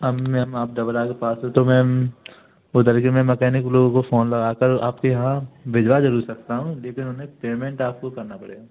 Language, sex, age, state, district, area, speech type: Hindi, male, 30-45, Madhya Pradesh, Gwalior, rural, conversation